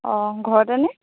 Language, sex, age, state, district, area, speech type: Assamese, female, 18-30, Assam, Dibrugarh, rural, conversation